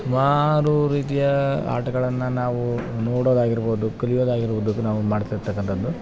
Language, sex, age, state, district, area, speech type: Kannada, male, 30-45, Karnataka, Bellary, urban, spontaneous